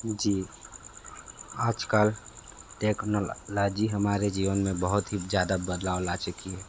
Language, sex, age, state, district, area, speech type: Hindi, male, 18-30, Uttar Pradesh, Sonbhadra, rural, spontaneous